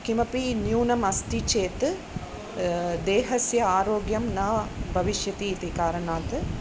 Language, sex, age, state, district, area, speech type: Sanskrit, female, 45-60, Tamil Nadu, Chennai, urban, spontaneous